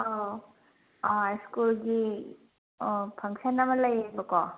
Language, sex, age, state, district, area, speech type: Manipuri, female, 30-45, Manipur, Senapati, rural, conversation